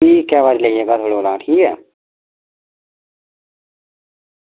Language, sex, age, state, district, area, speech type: Dogri, male, 30-45, Jammu and Kashmir, Reasi, rural, conversation